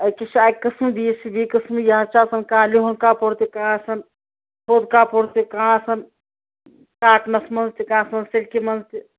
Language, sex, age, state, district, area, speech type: Kashmiri, female, 18-30, Jammu and Kashmir, Anantnag, rural, conversation